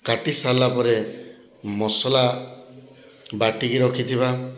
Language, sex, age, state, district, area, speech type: Odia, male, 60+, Odisha, Boudh, rural, spontaneous